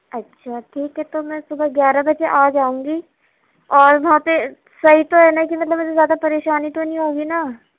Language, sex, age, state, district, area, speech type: Urdu, female, 18-30, Uttar Pradesh, Gautam Buddha Nagar, rural, conversation